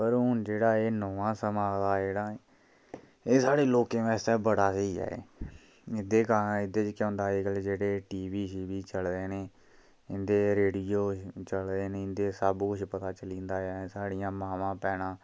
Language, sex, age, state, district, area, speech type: Dogri, male, 30-45, Jammu and Kashmir, Kathua, rural, spontaneous